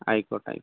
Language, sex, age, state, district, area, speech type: Malayalam, male, 18-30, Kerala, Kasaragod, rural, conversation